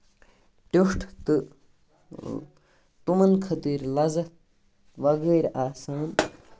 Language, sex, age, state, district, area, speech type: Kashmiri, male, 18-30, Jammu and Kashmir, Baramulla, rural, spontaneous